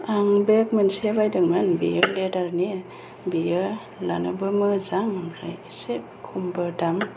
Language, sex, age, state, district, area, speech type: Bodo, female, 45-60, Assam, Kokrajhar, urban, spontaneous